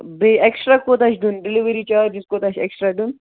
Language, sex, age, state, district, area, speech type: Kashmiri, male, 18-30, Jammu and Kashmir, Baramulla, rural, conversation